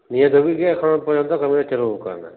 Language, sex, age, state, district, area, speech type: Santali, male, 45-60, West Bengal, Paschim Bardhaman, urban, conversation